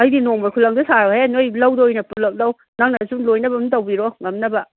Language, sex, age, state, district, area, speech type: Manipuri, female, 60+, Manipur, Kangpokpi, urban, conversation